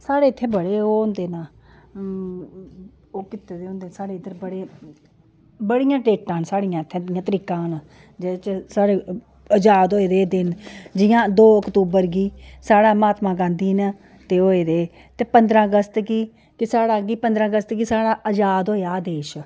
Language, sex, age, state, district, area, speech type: Dogri, female, 45-60, Jammu and Kashmir, Udhampur, rural, spontaneous